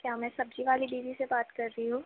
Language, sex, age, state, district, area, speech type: Hindi, female, 18-30, Madhya Pradesh, Jabalpur, urban, conversation